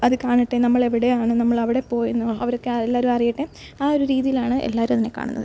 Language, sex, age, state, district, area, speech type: Malayalam, female, 18-30, Kerala, Alappuzha, rural, spontaneous